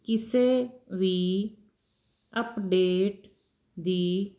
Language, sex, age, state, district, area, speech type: Punjabi, female, 45-60, Punjab, Fazilka, rural, read